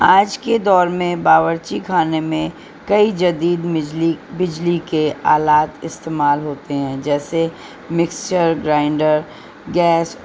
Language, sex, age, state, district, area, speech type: Urdu, female, 60+, Delhi, North East Delhi, urban, spontaneous